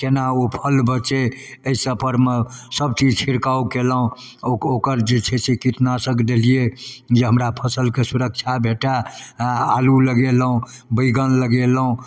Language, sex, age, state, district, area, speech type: Maithili, male, 60+, Bihar, Darbhanga, rural, spontaneous